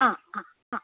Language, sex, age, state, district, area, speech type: Goan Konkani, female, 30-45, Goa, Tiswadi, rural, conversation